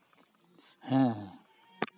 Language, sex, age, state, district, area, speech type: Santali, male, 60+, West Bengal, Purba Bardhaman, rural, read